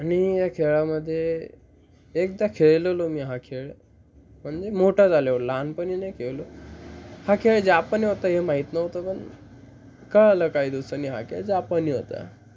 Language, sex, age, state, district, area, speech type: Marathi, male, 18-30, Maharashtra, Ahmednagar, rural, spontaneous